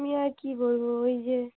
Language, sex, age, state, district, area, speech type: Bengali, female, 45-60, West Bengal, Dakshin Dinajpur, urban, conversation